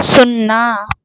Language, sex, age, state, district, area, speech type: Telugu, female, 18-30, Andhra Pradesh, Chittoor, urban, read